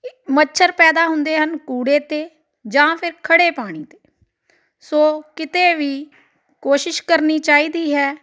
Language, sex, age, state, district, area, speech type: Punjabi, female, 45-60, Punjab, Amritsar, urban, spontaneous